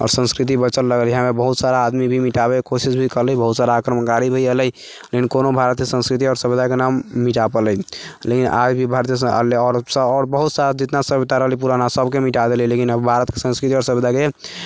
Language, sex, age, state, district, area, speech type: Maithili, male, 45-60, Bihar, Sitamarhi, urban, spontaneous